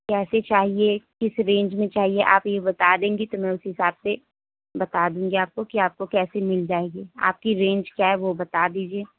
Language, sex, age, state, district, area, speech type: Urdu, female, 18-30, Delhi, North West Delhi, urban, conversation